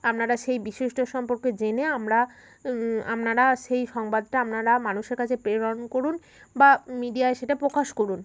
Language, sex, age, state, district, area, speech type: Bengali, female, 30-45, West Bengal, Birbhum, urban, spontaneous